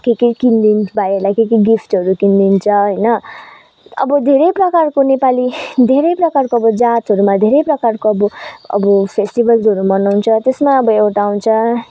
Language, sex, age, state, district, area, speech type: Nepali, female, 18-30, West Bengal, Kalimpong, rural, spontaneous